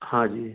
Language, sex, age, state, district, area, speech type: Hindi, male, 30-45, Madhya Pradesh, Ujjain, urban, conversation